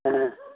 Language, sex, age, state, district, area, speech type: Tamil, male, 60+, Tamil Nadu, Thanjavur, rural, conversation